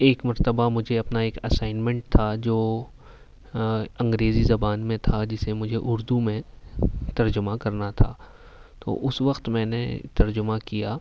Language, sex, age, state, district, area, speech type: Urdu, male, 18-30, Uttar Pradesh, Ghaziabad, urban, spontaneous